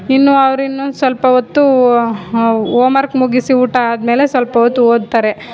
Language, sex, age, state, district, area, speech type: Kannada, female, 30-45, Karnataka, Chamarajanagar, rural, spontaneous